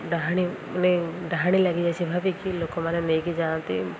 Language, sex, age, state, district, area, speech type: Odia, female, 18-30, Odisha, Ganjam, urban, spontaneous